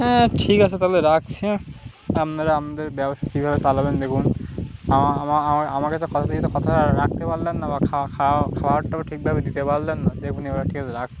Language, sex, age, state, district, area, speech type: Bengali, male, 18-30, West Bengal, Birbhum, urban, spontaneous